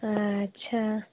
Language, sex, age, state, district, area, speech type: Hindi, female, 30-45, Uttar Pradesh, Ghazipur, rural, conversation